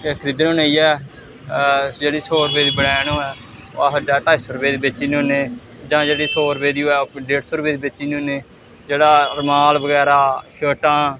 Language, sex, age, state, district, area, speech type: Dogri, male, 18-30, Jammu and Kashmir, Samba, rural, spontaneous